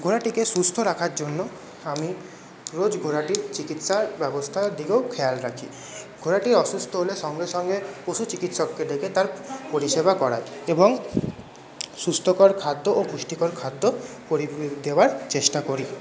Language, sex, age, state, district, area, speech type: Bengali, male, 30-45, West Bengal, Paschim Bardhaman, urban, spontaneous